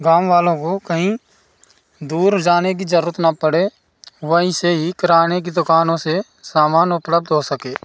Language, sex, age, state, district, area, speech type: Hindi, male, 30-45, Rajasthan, Bharatpur, rural, spontaneous